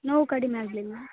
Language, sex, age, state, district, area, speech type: Kannada, female, 18-30, Karnataka, Dakshina Kannada, rural, conversation